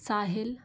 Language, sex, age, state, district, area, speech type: Hindi, female, 45-60, Madhya Pradesh, Bhopal, urban, spontaneous